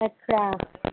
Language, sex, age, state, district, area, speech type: Sindhi, female, 30-45, Rajasthan, Ajmer, urban, conversation